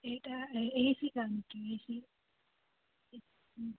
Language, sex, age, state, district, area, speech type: Malayalam, female, 18-30, Kerala, Palakkad, rural, conversation